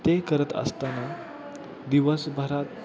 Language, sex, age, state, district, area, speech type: Marathi, male, 18-30, Maharashtra, Satara, urban, spontaneous